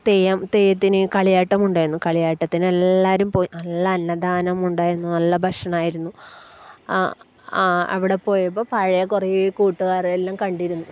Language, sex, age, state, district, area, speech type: Malayalam, female, 30-45, Kerala, Kasaragod, rural, spontaneous